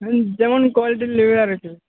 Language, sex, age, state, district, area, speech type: Bengali, male, 45-60, West Bengal, Uttar Dinajpur, urban, conversation